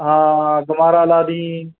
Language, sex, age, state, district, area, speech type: Punjabi, male, 18-30, Punjab, Mansa, urban, conversation